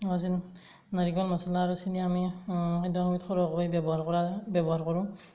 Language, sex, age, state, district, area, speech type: Assamese, male, 18-30, Assam, Darrang, rural, spontaneous